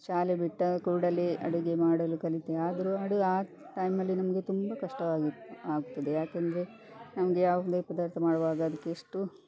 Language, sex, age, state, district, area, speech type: Kannada, female, 45-60, Karnataka, Dakshina Kannada, rural, spontaneous